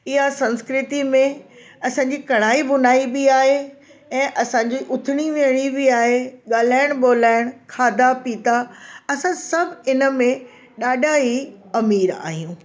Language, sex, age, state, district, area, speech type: Sindhi, female, 60+, Delhi, South Delhi, urban, spontaneous